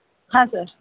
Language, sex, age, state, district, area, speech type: Kannada, female, 30-45, Karnataka, Bangalore Urban, rural, conversation